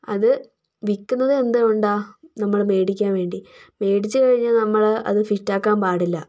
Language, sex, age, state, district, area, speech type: Malayalam, female, 18-30, Kerala, Wayanad, rural, spontaneous